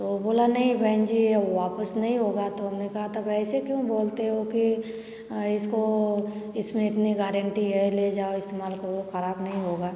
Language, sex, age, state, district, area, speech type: Hindi, female, 30-45, Uttar Pradesh, Varanasi, rural, spontaneous